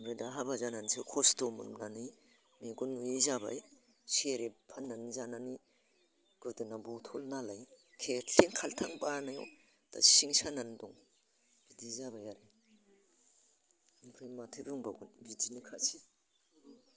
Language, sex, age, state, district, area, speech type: Bodo, female, 60+, Assam, Udalguri, rural, spontaneous